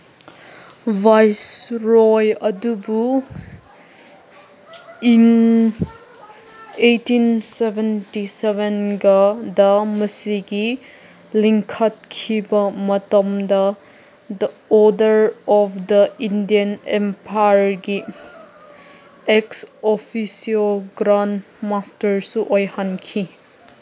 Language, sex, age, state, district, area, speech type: Manipuri, female, 30-45, Manipur, Senapati, urban, read